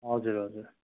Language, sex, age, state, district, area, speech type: Nepali, male, 30-45, West Bengal, Kalimpong, rural, conversation